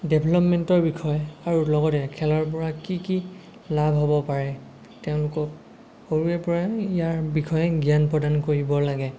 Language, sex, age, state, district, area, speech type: Assamese, male, 18-30, Assam, Lakhimpur, rural, spontaneous